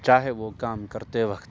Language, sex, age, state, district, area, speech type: Urdu, male, 18-30, Jammu and Kashmir, Srinagar, rural, spontaneous